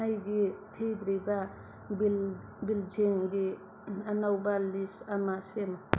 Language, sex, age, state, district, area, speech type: Manipuri, female, 45-60, Manipur, Churachandpur, urban, read